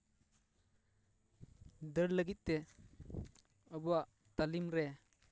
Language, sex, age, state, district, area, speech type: Santali, male, 30-45, West Bengal, Paschim Bardhaman, rural, spontaneous